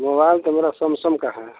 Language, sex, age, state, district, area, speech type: Hindi, male, 45-60, Bihar, Samastipur, rural, conversation